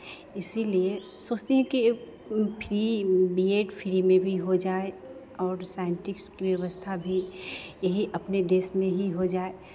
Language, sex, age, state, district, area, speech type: Hindi, female, 45-60, Bihar, Begusarai, rural, spontaneous